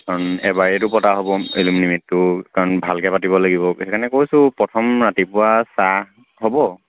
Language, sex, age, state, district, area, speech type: Assamese, male, 18-30, Assam, Lakhimpur, rural, conversation